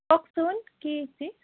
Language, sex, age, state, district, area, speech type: Assamese, female, 18-30, Assam, Barpeta, rural, conversation